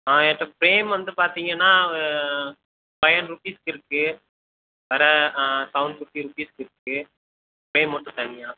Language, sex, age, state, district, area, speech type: Tamil, male, 18-30, Tamil Nadu, Tirunelveli, rural, conversation